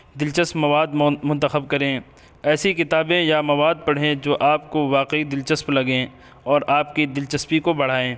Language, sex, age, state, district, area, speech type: Urdu, male, 18-30, Uttar Pradesh, Saharanpur, urban, spontaneous